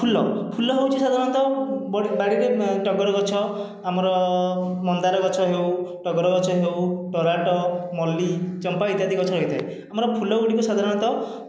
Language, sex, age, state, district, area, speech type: Odia, male, 30-45, Odisha, Khordha, rural, spontaneous